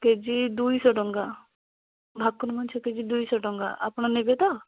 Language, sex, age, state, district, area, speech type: Odia, female, 18-30, Odisha, Bhadrak, rural, conversation